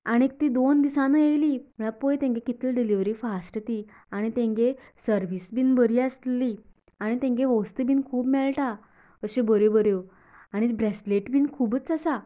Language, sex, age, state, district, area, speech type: Goan Konkani, female, 18-30, Goa, Canacona, rural, spontaneous